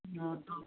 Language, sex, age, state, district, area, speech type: Hindi, male, 45-60, Rajasthan, Karauli, rural, conversation